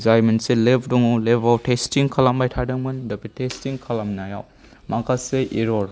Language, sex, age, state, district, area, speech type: Bodo, male, 30-45, Assam, Chirang, rural, spontaneous